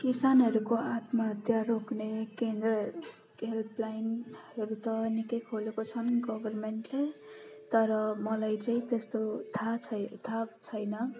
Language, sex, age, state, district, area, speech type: Nepali, female, 30-45, West Bengal, Darjeeling, rural, spontaneous